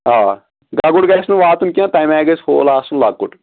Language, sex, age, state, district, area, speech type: Kashmiri, male, 18-30, Jammu and Kashmir, Anantnag, rural, conversation